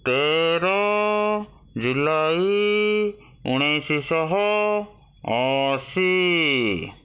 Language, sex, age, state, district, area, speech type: Odia, male, 60+, Odisha, Bhadrak, rural, spontaneous